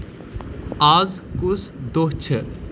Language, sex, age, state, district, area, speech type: Kashmiri, male, 30-45, Jammu and Kashmir, Baramulla, urban, read